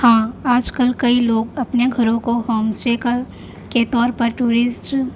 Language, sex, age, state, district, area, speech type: Urdu, female, 18-30, Delhi, North East Delhi, urban, spontaneous